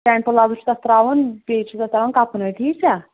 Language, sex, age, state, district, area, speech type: Kashmiri, female, 18-30, Jammu and Kashmir, Kulgam, rural, conversation